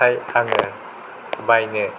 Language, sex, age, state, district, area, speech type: Bodo, male, 30-45, Assam, Kokrajhar, rural, spontaneous